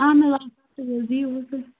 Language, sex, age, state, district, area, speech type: Kashmiri, female, 18-30, Jammu and Kashmir, Baramulla, rural, conversation